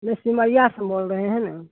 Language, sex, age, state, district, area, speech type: Hindi, female, 60+, Bihar, Begusarai, urban, conversation